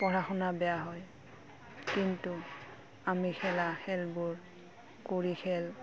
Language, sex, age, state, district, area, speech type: Assamese, female, 30-45, Assam, Udalguri, rural, spontaneous